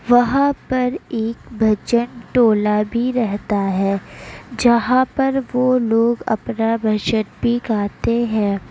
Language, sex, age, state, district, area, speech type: Urdu, female, 18-30, Uttar Pradesh, Gautam Buddha Nagar, urban, spontaneous